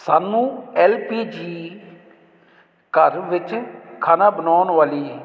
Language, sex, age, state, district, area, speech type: Punjabi, male, 45-60, Punjab, Jalandhar, urban, spontaneous